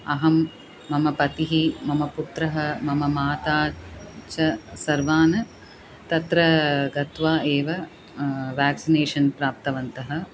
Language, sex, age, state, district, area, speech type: Sanskrit, female, 30-45, Tamil Nadu, Chennai, urban, spontaneous